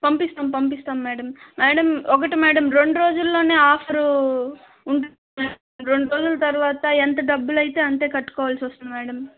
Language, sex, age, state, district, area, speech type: Telugu, female, 18-30, Andhra Pradesh, Nellore, rural, conversation